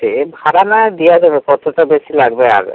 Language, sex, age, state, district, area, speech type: Bengali, male, 18-30, West Bengal, Howrah, urban, conversation